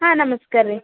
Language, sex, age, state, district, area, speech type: Kannada, female, 18-30, Karnataka, Bidar, rural, conversation